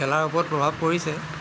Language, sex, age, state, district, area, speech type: Assamese, male, 60+, Assam, Tinsukia, rural, spontaneous